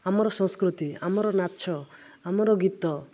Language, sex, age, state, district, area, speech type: Odia, male, 18-30, Odisha, Nabarangpur, urban, spontaneous